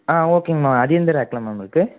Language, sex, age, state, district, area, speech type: Tamil, female, 30-45, Tamil Nadu, Krishnagiri, rural, conversation